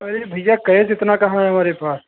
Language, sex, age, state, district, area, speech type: Hindi, male, 30-45, Uttar Pradesh, Hardoi, rural, conversation